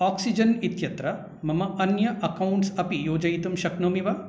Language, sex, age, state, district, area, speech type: Sanskrit, male, 45-60, Karnataka, Bangalore Urban, urban, read